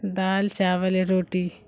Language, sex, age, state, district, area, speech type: Urdu, female, 60+, Bihar, Khagaria, rural, spontaneous